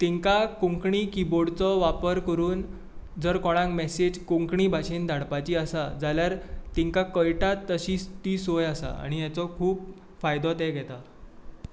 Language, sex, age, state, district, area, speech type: Goan Konkani, male, 18-30, Goa, Tiswadi, rural, spontaneous